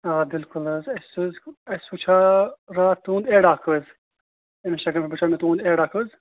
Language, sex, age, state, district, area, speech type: Kashmiri, male, 18-30, Jammu and Kashmir, Kupwara, rural, conversation